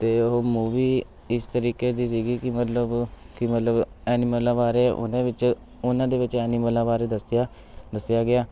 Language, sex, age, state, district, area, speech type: Punjabi, male, 18-30, Punjab, Shaheed Bhagat Singh Nagar, urban, spontaneous